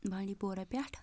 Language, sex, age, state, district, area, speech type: Kashmiri, female, 18-30, Jammu and Kashmir, Bandipora, rural, spontaneous